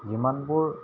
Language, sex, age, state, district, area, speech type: Assamese, male, 30-45, Assam, Lakhimpur, urban, spontaneous